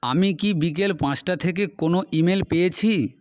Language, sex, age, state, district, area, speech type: Bengali, male, 30-45, West Bengal, Nadia, urban, read